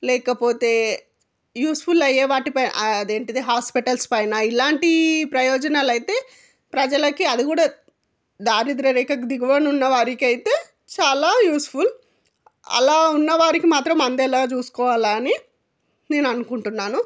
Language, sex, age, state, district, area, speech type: Telugu, female, 45-60, Telangana, Jangaon, rural, spontaneous